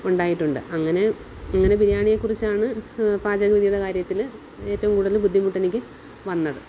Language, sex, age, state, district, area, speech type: Malayalam, female, 30-45, Kerala, Kollam, urban, spontaneous